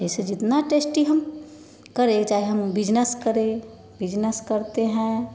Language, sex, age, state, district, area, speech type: Hindi, female, 30-45, Bihar, Samastipur, rural, spontaneous